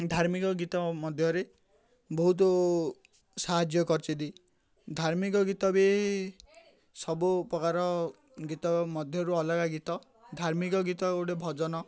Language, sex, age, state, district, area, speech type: Odia, male, 18-30, Odisha, Ganjam, urban, spontaneous